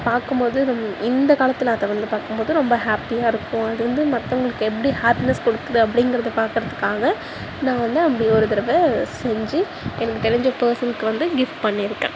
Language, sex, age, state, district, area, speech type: Tamil, female, 18-30, Tamil Nadu, Nagapattinam, rural, spontaneous